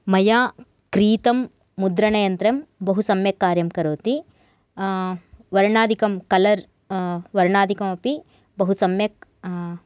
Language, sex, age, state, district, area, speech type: Sanskrit, female, 18-30, Karnataka, Gadag, urban, spontaneous